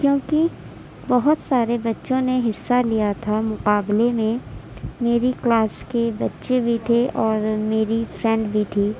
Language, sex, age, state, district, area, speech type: Urdu, female, 18-30, Uttar Pradesh, Gautam Buddha Nagar, rural, spontaneous